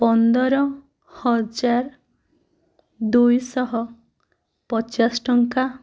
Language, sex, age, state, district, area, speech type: Odia, female, 18-30, Odisha, Kandhamal, rural, spontaneous